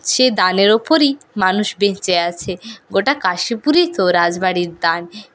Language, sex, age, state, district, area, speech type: Bengali, female, 45-60, West Bengal, Purulia, rural, spontaneous